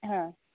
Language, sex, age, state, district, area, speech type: Kannada, female, 18-30, Karnataka, Shimoga, rural, conversation